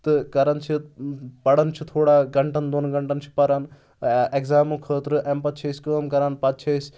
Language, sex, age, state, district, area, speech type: Kashmiri, male, 18-30, Jammu and Kashmir, Anantnag, rural, spontaneous